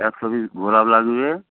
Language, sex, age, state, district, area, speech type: Bengali, male, 45-60, West Bengal, Hooghly, rural, conversation